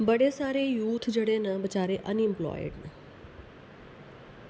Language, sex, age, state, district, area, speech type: Dogri, female, 30-45, Jammu and Kashmir, Kathua, rural, spontaneous